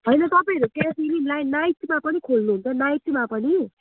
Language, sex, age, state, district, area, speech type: Nepali, female, 18-30, West Bengal, Kalimpong, rural, conversation